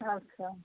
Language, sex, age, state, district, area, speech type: Maithili, female, 30-45, Bihar, Saharsa, rural, conversation